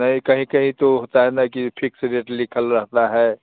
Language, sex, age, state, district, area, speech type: Hindi, male, 45-60, Bihar, Muzaffarpur, urban, conversation